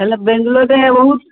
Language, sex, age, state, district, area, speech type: Odia, female, 60+, Odisha, Gajapati, rural, conversation